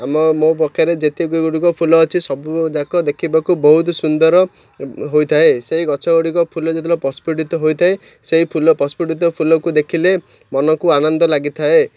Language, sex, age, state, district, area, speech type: Odia, male, 30-45, Odisha, Ganjam, urban, spontaneous